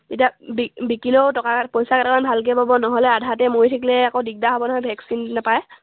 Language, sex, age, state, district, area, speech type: Assamese, female, 18-30, Assam, Sivasagar, rural, conversation